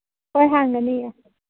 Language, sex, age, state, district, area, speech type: Manipuri, female, 30-45, Manipur, Kangpokpi, urban, conversation